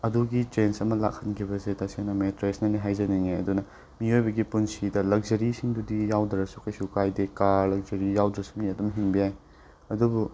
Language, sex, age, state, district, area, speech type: Manipuri, male, 18-30, Manipur, Tengnoupal, urban, spontaneous